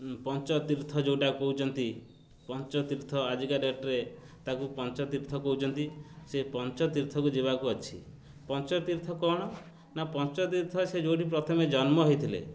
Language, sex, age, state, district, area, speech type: Odia, male, 30-45, Odisha, Jagatsinghpur, urban, spontaneous